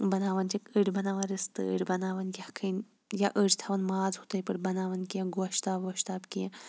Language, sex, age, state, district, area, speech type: Kashmiri, female, 18-30, Jammu and Kashmir, Kulgam, rural, spontaneous